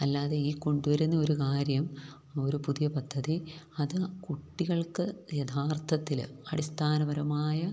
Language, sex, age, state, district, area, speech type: Malayalam, female, 45-60, Kerala, Idukki, rural, spontaneous